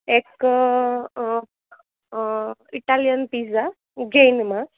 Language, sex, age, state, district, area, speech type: Gujarati, female, 30-45, Gujarat, Junagadh, urban, conversation